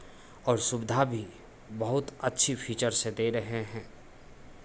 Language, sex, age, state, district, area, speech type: Hindi, male, 45-60, Bihar, Begusarai, urban, spontaneous